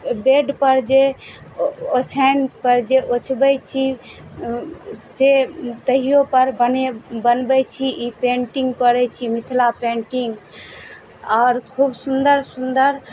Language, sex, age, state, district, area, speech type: Maithili, female, 30-45, Bihar, Madhubani, rural, spontaneous